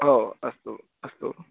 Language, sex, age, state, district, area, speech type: Sanskrit, male, 18-30, Karnataka, Chikkamagaluru, urban, conversation